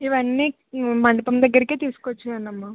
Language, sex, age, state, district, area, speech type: Telugu, female, 18-30, Andhra Pradesh, Kakinada, urban, conversation